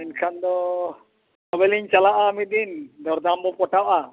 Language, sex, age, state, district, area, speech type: Santali, male, 60+, Odisha, Mayurbhanj, rural, conversation